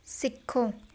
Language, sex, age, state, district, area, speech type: Punjabi, female, 18-30, Punjab, Shaheed Bhagat Singh Nagar, urban, read